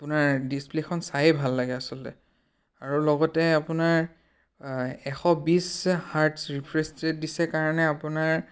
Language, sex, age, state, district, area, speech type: Assamese, male, 18-30, Assam, Biswanath, rural, spontaneous